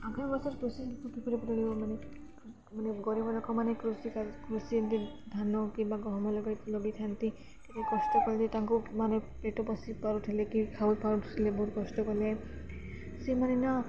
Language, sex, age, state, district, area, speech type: Odia, female, 18-30, Odisha, Koraput, urban, spontaneous